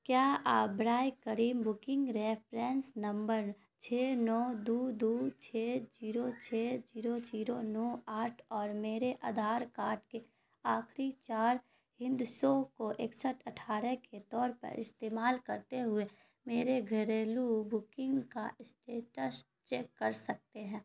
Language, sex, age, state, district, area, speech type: Urdu, female, 18-30, Bihar, Khagaria, rural, read